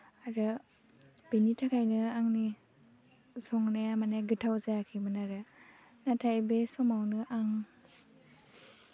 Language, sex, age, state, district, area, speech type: Bodo, female, 18-30, Assam, Baksa, rural, spontaneous